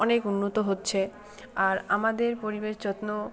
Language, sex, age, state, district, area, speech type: Bengali, female, 18-30, West Bengal, Jalpaiguri, rural, spontaneous